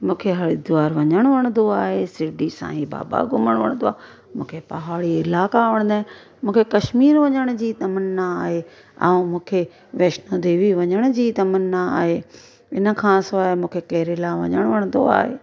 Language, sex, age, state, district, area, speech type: Sindhi, female, 45-60, Gujarat, Surat, urban, spontaneous